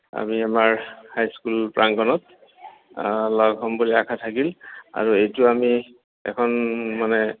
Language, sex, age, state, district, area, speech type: Assamese, male, 45-60, Assam, Goalpara, urban, conversation